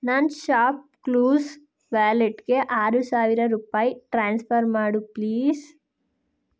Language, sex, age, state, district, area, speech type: Kannada, female, 30-45, Karnataka, Ramanagara, rural, read